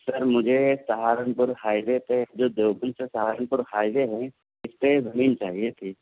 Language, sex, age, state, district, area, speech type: Urdu, male, 18-30, Uttar Pradesh, Saharanpur, urban, conversation